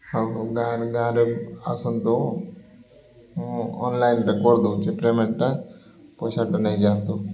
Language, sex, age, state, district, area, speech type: Odia, male, 30-45, Odisha, Koraput, urban, spontaneous